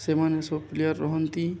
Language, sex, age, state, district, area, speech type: Odia, male, 18-30, Odisha, Balangir, urban, spontaneous